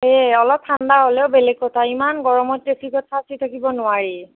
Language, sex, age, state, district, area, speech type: Assamese, female, 45-60, Assam, Nagaon, rural, conversation